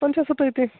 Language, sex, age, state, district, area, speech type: Sanskrit, male, 18-30, Odisha, Mayurbhanj, rural, conversation